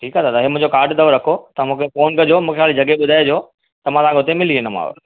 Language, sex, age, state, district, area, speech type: Sindhi, male, 30-45, Maharashtra, Thane, urban, conversation